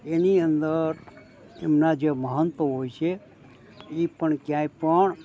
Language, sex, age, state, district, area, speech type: Gujarati, male, 60+, Gujarat, Rajkot, urban, spontaneous